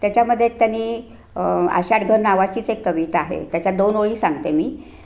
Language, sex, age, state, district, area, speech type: Marathi, female, 60+, Maharashtra, Sangli, urban, spontaneous